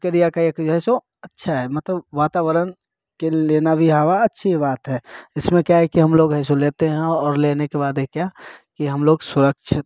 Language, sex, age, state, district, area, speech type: Hindi, male, 18-30, Bihar, Samastipur, urban, spontaneous